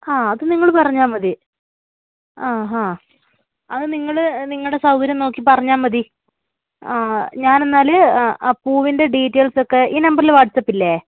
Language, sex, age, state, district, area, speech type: Malayalam, female, 18-30, Kerala, Wayanad, rural, conversation